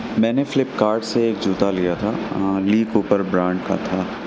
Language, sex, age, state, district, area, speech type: Urdu, male, 18-30, Uttar Pradesh, Mau, urban, spontaneous